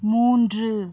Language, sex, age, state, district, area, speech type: Tamil, female, 30-45, Tamil Nadu, Pudukkottai, rural, read